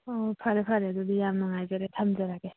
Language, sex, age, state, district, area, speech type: Manipuri, female, 45-60, Manipur, Churachandpur, urban, conversation